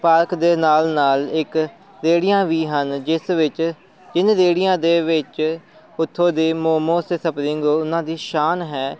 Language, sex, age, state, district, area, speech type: Punjabi, male, 30-45, Punjab, Amritsar, urban, spontaneous